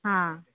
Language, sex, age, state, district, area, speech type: Kannada, female, 30-45, Karnataka, Uttara Kannada, rural, conversation